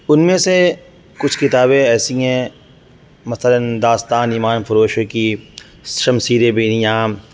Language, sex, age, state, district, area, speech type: Urdu, male, 18-30, Uttar Pradesh, Saharanpur, urban, spontaneous